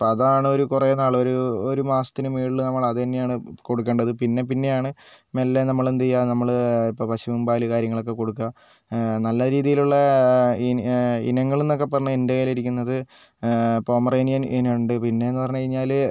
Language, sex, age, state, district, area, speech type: Malayalam, male, 45-60, Kerala, Wayanad, rural, spontaneous